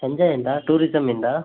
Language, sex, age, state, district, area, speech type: Kannada, male, 18-30, Karnataka, Davanagere, rural, conversation